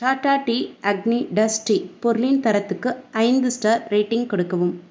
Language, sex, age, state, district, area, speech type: Tamil, female, 45-60, Tamil Nadu, Pudukkottai, rural, read